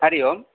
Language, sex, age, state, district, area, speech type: Sanskrit, male, 30-45, Karnataka, Vijayapura, urban, conversation